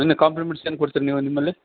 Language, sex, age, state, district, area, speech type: Kannada, male, 60+, Karnataka, Bellary, rural, conversation